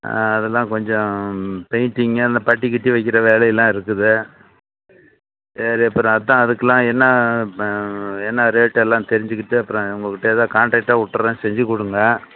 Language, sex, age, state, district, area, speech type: Tamil, male, 60+, Tamil Nadu, Salem, urban, conversation